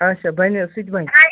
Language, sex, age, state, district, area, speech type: Kashmiri, male, 60+, Jammu and Kashmir, Baramulla, rural, conversation